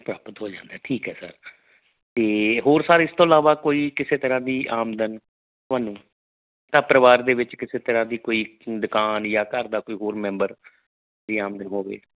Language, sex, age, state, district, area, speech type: Punjabi, male, 45-60, Punjab, Barnala, rural, conversation